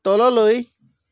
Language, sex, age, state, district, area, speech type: Assamese, male, 18-30, Assam, Charaideo, urban, read